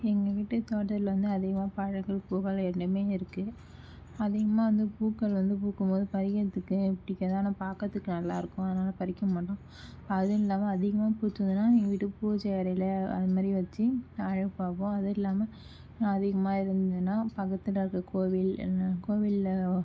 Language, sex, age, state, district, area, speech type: Tamil, female, 60+, Tamil Nadu, Cuddalore, rural, spontaneous